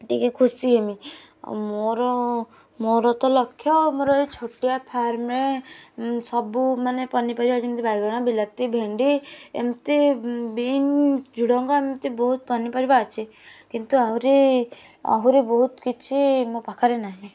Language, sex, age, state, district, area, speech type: Odia, female, 18-30, Odisha, Kendujhar, urban, spontaneous